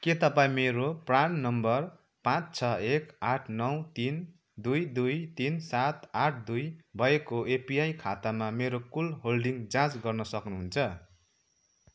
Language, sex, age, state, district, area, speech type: Nepali, male, 30-45, West Bengal, Kalimpong, rural, read